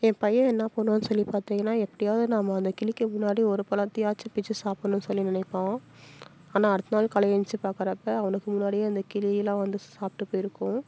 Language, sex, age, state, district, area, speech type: Tamil, female, 30-45, Tamil Nadu, Salem, rural, spontaneous